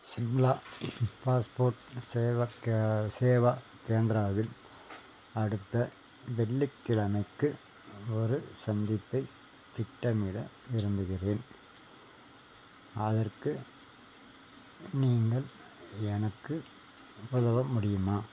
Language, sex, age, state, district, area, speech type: Tamil, male, 45-60, Tamil Nadu, Nilgiris, rural, read